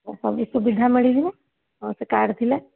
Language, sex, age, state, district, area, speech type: Odia, female, 30-45, Odisha, Sambalpur, rural, conversation